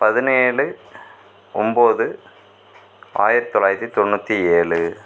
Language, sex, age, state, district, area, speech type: Tamil, male, 18-30, Tamil Nadu, Perambalur, rural, spontaneous